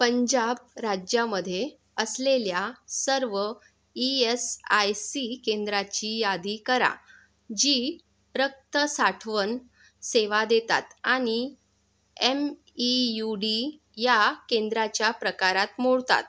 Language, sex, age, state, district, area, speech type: Marathi, female, 45-60, Maharashtra, Yavatmal, urban, read